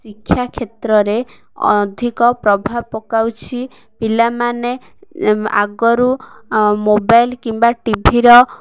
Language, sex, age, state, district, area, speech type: Odia, female, 18-30, Odisha, Ganjam, urban, spontaneous